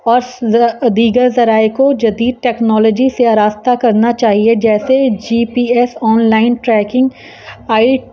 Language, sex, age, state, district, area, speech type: Urdu, female, 30-45, Uttar Pradesh, Rampur, urban, spontaneous